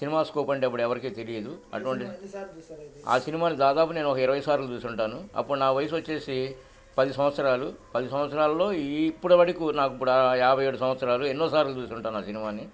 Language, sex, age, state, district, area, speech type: Telugu, male, 60+, Andhra Pradesh, Guntur, urban, spontaneous